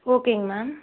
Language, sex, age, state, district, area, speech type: Tamil, female, 18-30, Tamil Nadu, Erode, rural, conversation